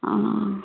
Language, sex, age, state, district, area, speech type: Assamese, female, 30-45, Assam, Biswanath, rural, conversation